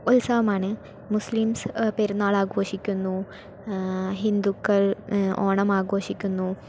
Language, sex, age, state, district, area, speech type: Malayalam, female, 18-30, Kerala, Palakkad, rural, spontaneous